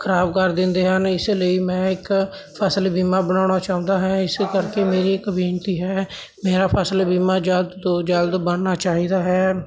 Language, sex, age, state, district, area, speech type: Punjabi, male, 30-45, Punjab, Barnala, rural, spontaneous